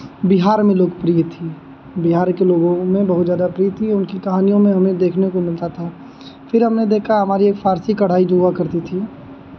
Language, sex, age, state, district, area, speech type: Hindi, male, 18-30, Uttar Pradesh, Azamgarh, rural, spontaneous